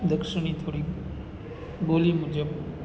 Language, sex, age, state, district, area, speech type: Gujarati, male, 45-60, Gujarat, Narmada, rural, spontaneous